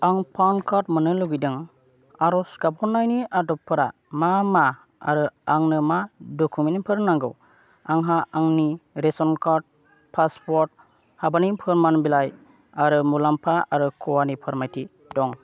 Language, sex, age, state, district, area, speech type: Bodo, male, 30-45, Assam, Kokrajhar, rural, read